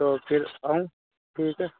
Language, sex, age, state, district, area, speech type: Urdu, male, 45-60, Uttar Pradesh, Muzaffarnagar, urban, conversation